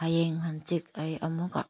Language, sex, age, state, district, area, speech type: Manipuri, female, 30-45, Manipur, Senapati, rural, spontaneous